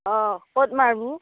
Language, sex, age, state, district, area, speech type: Assamese, female, 30-45, Assam, Darrang, rural, conversation